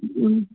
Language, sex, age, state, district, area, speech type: Punjabi, female, 45-60, Punjab, Jalandhar, urban, conversation